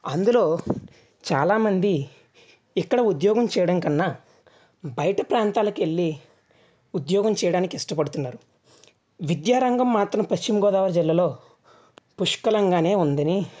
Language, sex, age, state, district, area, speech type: Telugu, male, 45-60, Andhra Pradesh, West Godavari, rural, spontaneous